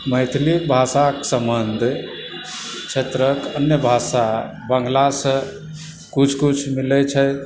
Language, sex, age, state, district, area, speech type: Maithili, male, 60+, Bihar, Supaul, urban, spontaneous